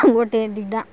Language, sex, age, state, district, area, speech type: Odia, female, 60+, Odisha, Kendujhar, urban, spontaneous